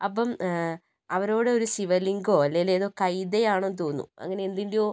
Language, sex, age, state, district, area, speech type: Malayalam, male, 30-45, Kerala, Wayanad, rural, spontaneous